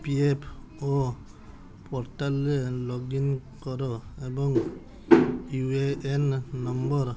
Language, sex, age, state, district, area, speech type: Odia, male, 45-60, Odisha, Balasore, rural, read